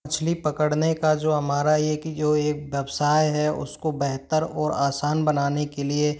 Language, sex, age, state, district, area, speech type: Hindi, male, 45-60, Rajasthan, Karauli, rural, spontaneous